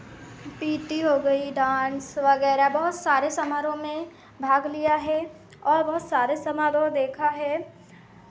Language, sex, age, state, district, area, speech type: Hindi, female, 18-30, Madhya Pradesh, Seoni, urban, spontaneous